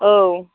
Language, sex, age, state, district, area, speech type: Bodo, female, 30-45, Assam, Baksa, rural, conversation